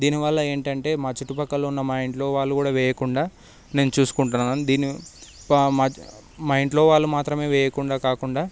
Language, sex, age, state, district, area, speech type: Telugu, male, 18-30, Telangana, Sangareddy, urban, spontaneous